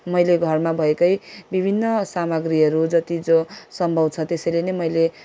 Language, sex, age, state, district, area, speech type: Nepali, female, 18-30, West Bengal, Darjeeling, rural, spontaneous